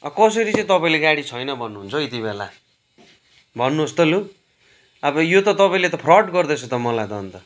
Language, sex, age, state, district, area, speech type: Nepali, male, 30-45, West Bengal, Kalimpong, rural, spontaneous